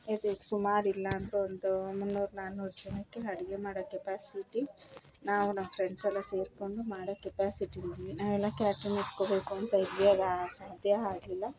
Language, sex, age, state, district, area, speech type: Kannada, female, 30-45, Karnataka, Mandya, rural, spontaneous